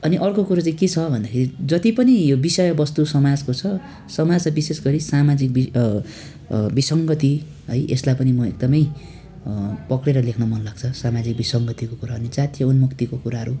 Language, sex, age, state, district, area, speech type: Nepali, male, 18-30, West Bengal, Darjeeling, rural, spontaneous